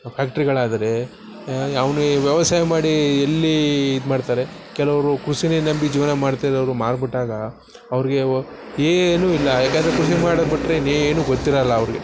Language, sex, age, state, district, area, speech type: Kannada, male, 30-45, Karnataka, Mysore, rural, spontaneous